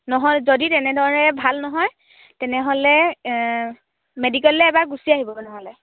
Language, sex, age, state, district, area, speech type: Assamese, female, 18-30, Assam, Dhemaji, rural, conversation